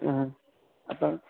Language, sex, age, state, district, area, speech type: Malayalam, male, 18-30, Kerala, Idukki, rural, conversation